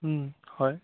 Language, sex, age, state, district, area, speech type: Assamese, male, 18-30, Assam, Charaideo, rural, conversation